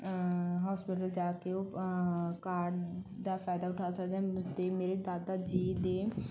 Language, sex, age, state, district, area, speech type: Punjabi, female, 18-30, Punjab, Bathinda, rural, spontaneous